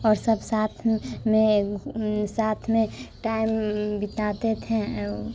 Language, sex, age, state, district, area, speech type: Hindi, female, 18-30, Bihar, Muzaffarpur, rural, spontaneous